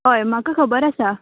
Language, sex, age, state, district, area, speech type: Goan Konkani, female, 18-30, Goa, Ponda, rural, conversation